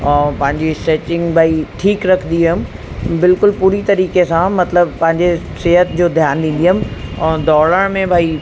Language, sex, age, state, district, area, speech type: Sindhi, female, 45-60, Uttar Pradesh, Lucknow, urban, spontaneous